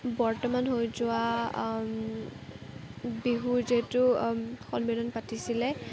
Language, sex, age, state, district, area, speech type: Assamese, female, 18-30, Assam, Kamrup Metropolitan, rural, spontaneous